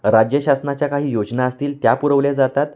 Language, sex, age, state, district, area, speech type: Marathi, male, 30-45, Maharashtra, Kolhapur, urban, spontaneous